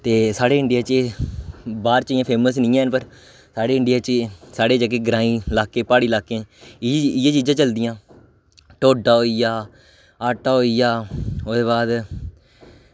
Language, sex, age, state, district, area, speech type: Dogri, male, 18-30, Jammu and Kashmir, Reasi, rural, spontaneous